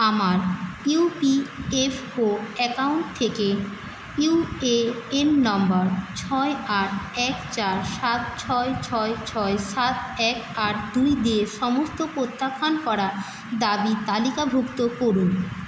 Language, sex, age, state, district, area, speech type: Bengali, female, 30-45, West Bengal, Paschim Medinipur, rural, read